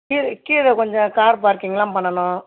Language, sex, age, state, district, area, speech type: Tamil, female, 60+, Tamil Nadu, Ariyalur, rural, conversation